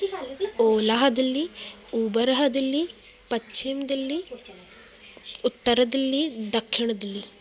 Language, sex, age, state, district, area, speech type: Sindhi, female, 18-30, Delhi, South Delhi, urban, spontaneous